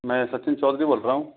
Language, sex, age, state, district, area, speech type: Hindi, male, 45-60, Rajasthan, Karauli, rural, conversation